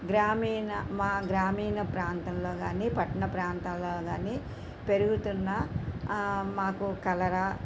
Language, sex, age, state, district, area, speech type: Telugu, female, 60+, Andhra Pradesh, Krishna, rural, spontaneous